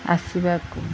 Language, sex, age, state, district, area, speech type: Odia, female, 45-60, Odisha, Koraput, urban, spontaneous